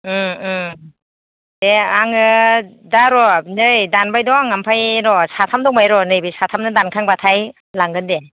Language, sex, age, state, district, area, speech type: Bodo, female, 30-45, Assam, Baksa, rural, conversation